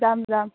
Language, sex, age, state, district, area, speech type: Assamese, female, 18-30, Assam, Kamrup Metropolitan, rural, conversation